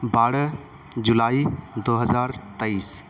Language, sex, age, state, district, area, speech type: Urdu, male, 18-30, Bihar, Saharsa, urban, spontaneous